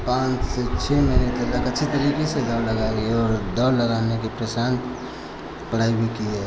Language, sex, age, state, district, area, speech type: Hindi, male, 45-60, Uttar Pradesh, Lucknow, rural, spontaneous